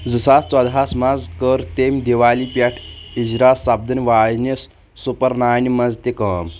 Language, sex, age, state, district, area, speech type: Kashmiri, male, 18-30, Jammu and Kashmir, Kulgam, rural, read